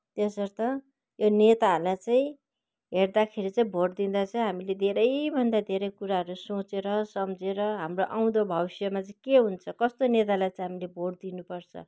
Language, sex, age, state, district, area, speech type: Nepali, female, 45-60, West Bengal, Kalimpong, rural, spontaneous